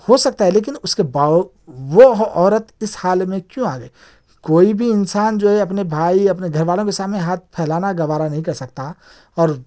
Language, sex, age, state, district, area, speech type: Urdu, male, 30-45, Telangana, Hyderabad, urban, spontaneous